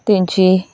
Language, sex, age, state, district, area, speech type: Goan Konkani, female, 18-30, Goa, Ponda, rural, spontaneous